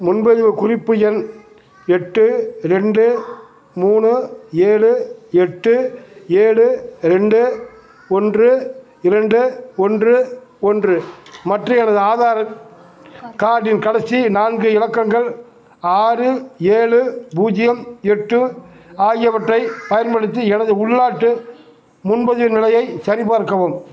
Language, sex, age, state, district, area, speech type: Tamil, male, 60+, Tamil Nadu, Tiruchirappalli, rural, read